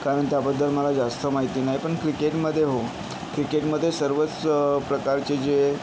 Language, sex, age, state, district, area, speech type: Marathi, male, 45-60, Maharashtra, Yavatmal, urban, spontaneous